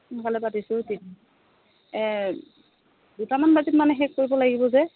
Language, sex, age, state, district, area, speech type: Assamese, female, 60+, Assam, Morigaon, rural, conversation